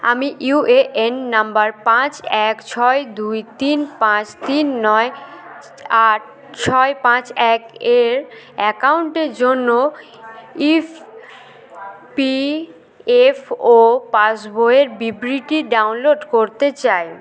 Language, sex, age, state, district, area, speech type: Bengali, female, 18-30, West Bengal, Hooghly, urban, read